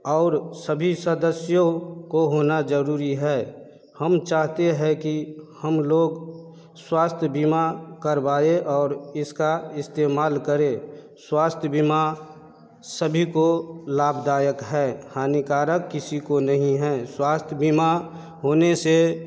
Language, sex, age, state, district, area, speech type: Hindi, male, 30-45, Bihar, Darbhanga, rural, spontaneous